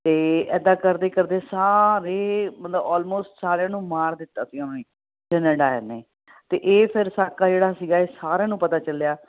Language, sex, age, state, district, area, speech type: Punjabi, female, 45-60, Punjab, Ludhiana, urban, conversation